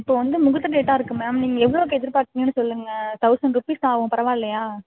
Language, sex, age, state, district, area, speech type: Tamil, female, 18-30, Tamil Nadu, Tiruvarur, rural, conversation